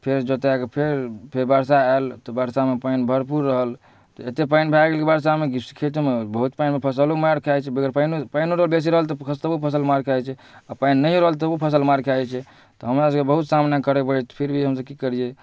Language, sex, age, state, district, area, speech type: Maithili, male, 18-30, Bihar, Darbhanga, rural, spontaneous